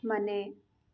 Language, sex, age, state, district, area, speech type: Kannada, female, 18-30, Karnataka, Chitradurga, rural, read